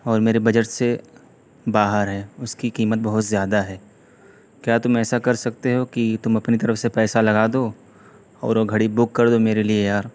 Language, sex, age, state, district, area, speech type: Urdu, male, 18-30, Uttar Pradesh, Siddharthnagar, rural, spontaneous